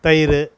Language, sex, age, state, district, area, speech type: Tamil, male, 45-60, Tamil Nadu, Namakkal, rural, spontaneous